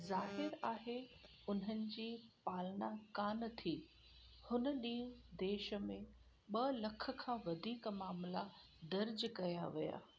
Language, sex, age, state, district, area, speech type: Sindhi, female, 45-60, Gujarat, Kutch, urban, read